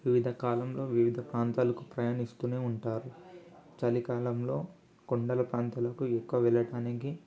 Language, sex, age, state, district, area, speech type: Telugu, male, 18-30, Telangana, Ranga Reddy, urban, spontaneous